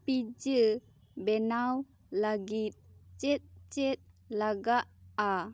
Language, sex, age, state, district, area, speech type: Santali, female, 18-30, West Bengal, Bankura, rural, read